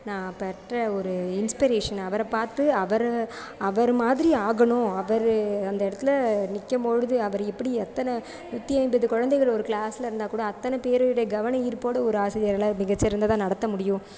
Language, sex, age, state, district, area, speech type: Tamil, female, 30-45, Tamil Nadu, Sivaganga, rural, spontaneous